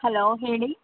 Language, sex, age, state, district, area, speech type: Kannada, female, 18-30, Karnataka, Bangalore Urban, urban, conversation